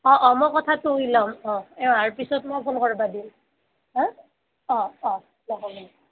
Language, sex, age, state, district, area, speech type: Assamese, female, 30-45, Assam, Nalbari, rural, conversation